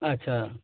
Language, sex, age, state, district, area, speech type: Bengali, male, 60+, West Bengal, Jhargram, rural, conversation